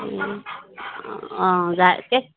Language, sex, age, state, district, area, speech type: Nepali, female, 45-60, West Bengal, Alipurduar, urban, conversation